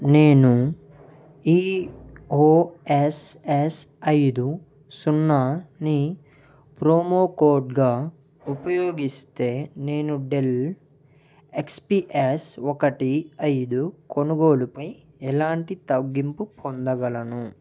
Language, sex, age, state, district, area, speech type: Telugu, male, 18-30, Andhra Pradesh, Nellore, rural, read